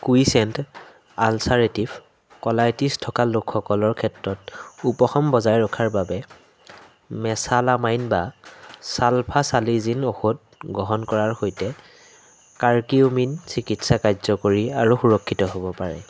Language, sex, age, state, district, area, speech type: Assamese, male, 18-30, Assam, Majuli, urban, read